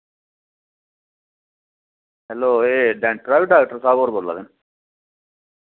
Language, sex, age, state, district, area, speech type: Dogri, male, 60+, Jammu and Kashmir, Reasi, rural, conversation